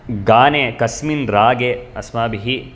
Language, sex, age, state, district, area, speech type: Sanskrit, male, 18-30, Karnataka, Bangalore Urban, urban, spontaneous